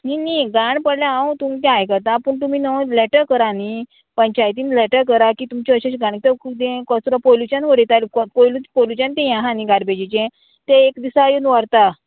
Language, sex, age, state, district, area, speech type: Goan Konkani, female, 45-60, Goa, Murmgao, rural, conversation